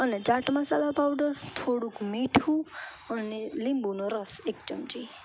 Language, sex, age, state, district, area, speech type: Gujarati, female, 18-30, Gujarat, Rajkot, urban, spontaneous